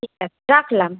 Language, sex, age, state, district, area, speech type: Bengali, female, 30-45, West Bengal, Purulia, rural, conversation